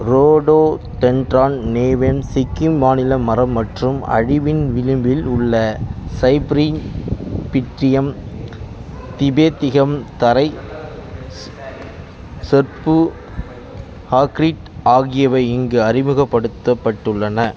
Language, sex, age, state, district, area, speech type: Tamil, male, 30-45, Tamil Nadu, Kallakurichi, rural, read